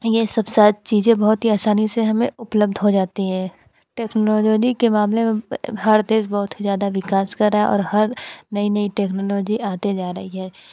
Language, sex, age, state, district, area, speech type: Hindi, female, 45-60, Uttar Pradesh, Sonbhadra, rural, spontaneous